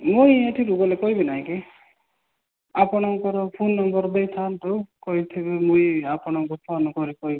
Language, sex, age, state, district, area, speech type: Odia, male, 30-45, Odisha, Kalahandi, rural, conversation